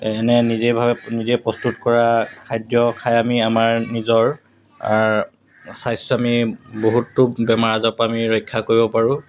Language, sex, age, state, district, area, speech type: Assamese, male, 45-60, Assam, Golaghat, urban, spontaneous